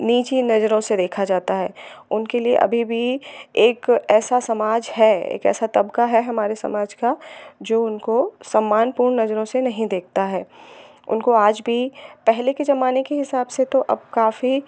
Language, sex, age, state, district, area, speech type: Hindi, female, 30-45, Madhya Pradesh, Hoshangabad, urban, spontaneous